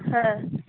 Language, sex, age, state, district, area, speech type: Santali, female, 30-45, West Bengal, Purulia, rural, conversation